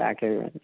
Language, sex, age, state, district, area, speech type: Telugu, male, 30-45, Andhra Pradesh, Srikakulam, urban, conversation